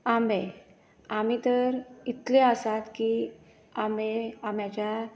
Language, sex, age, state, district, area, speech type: Goan Konkani, female, 30-45, Goa, Canacona, rural, spontaneous